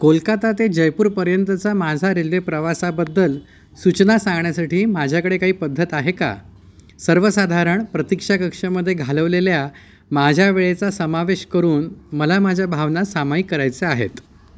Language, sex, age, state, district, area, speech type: Marathi, male, 30-45, Maharashtra, Yavatmal, urban, read